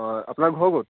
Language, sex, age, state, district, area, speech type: Assamese, male, 18-30, Assam, Lakhimpur, urban, conversation